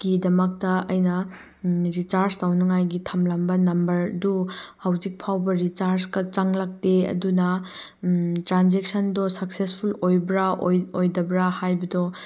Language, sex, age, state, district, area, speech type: Manipuri, female, 30-45, Manipur, Chandel, rural, spontaneous